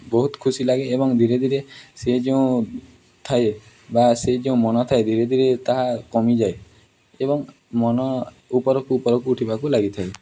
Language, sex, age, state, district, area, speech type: Odia, male, 18-30, Odisha, Nuapada, urban, spontaneous